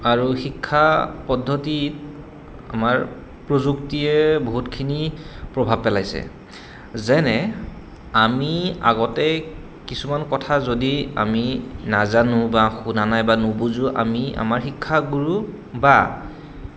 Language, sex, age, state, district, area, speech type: Assamese, male, 30-45, Assam, Goalpara, urban, spontaneous